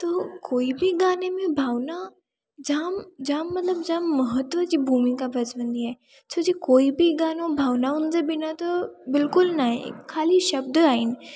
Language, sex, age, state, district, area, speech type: Sindhi, female, 18-30, Gujarat, Surat, urban, spontaneous